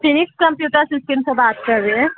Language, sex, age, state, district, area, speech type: Urdu, male, 45-60, Maharashtra, Nashik, urban, conversation